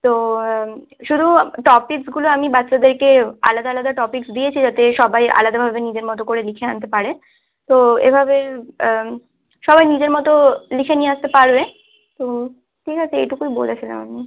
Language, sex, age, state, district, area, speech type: Bengali, female, 18-30, West Bengal, Malda, rural, conversation